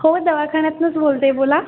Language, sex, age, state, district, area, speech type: Marathi, female, 45-60, Maharashtra, Buldhana, rural, conversation